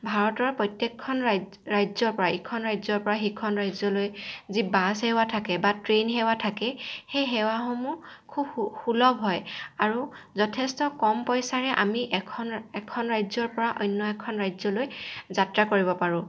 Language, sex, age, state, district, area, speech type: Assamese, female, 18-30, Assam, Lakhimpur, rural, spontaneous